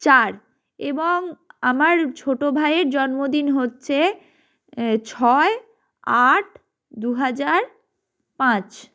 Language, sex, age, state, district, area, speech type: Bengali, female, 18-30, West Bengal, Jalpaiguri, rural, spontaneous